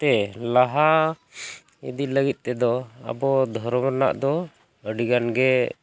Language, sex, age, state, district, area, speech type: Santali, male, 45-60, Jharkhand, Bokaro, rural, spontaneous